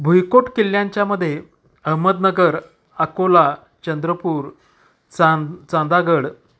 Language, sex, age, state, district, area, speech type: Marathi, male, 45-60, Maharashtra, Satara, urban, spontaneous